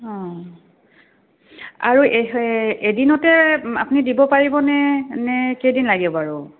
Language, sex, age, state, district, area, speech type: Assamese, female, 30-45, Assam, Kamrup Metropolitan, urban, conversation